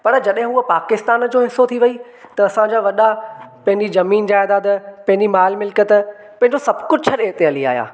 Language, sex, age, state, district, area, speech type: Sindhi, male, 18-30, Maharashtra, Thane, urban, spontaneous